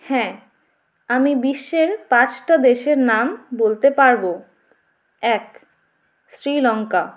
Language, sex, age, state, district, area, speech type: Bengali, female, 30-45, West Bengal, Jalpaiguri, rural, spontaneous